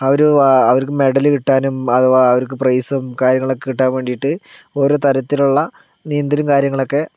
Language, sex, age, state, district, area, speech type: Malayalam, male, 60+, Kerala, Palakkad, rural, spontaneous